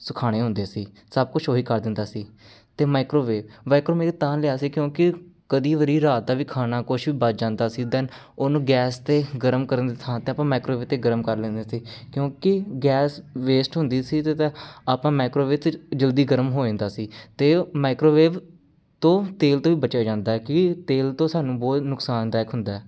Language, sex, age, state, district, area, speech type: Punjabi, male, 30-45, Punjab, Amritsar, urban, spontaneous